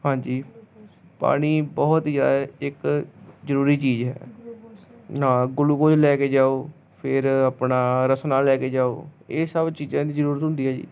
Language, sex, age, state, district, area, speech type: Punjabi, male, 30-45, Punjab, Hoshiarpur, rural, spontaneous